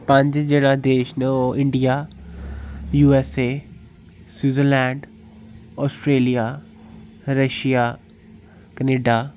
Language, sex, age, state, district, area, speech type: Dogri, male, 30-45, Jammu and Kashmir, Udhampur, rural, spontaneous